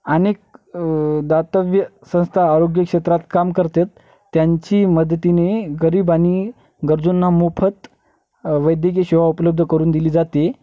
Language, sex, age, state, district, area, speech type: Marathi, male, 18-30, Maharashtra, Hingoli, urban, spontaneous